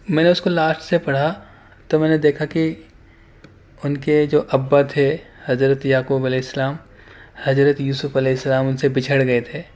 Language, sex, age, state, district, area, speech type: Urdu, male, 18-30, Uttar Pradesh, Gautam Buddha Nagar, urban, spontaneous